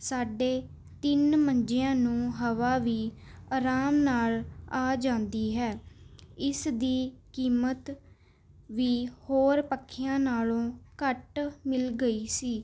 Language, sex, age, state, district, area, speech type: Punjabi, female, 18-30, Punjab, Mohali, urban, spontaneous